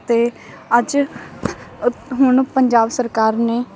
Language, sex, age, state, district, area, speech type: Punjabi, female, 18-30, Punjab, Barnala, rural, spontaneous